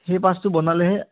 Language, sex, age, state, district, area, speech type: Assamese, male, 30-45, Assam, Udalguri, rural, conversation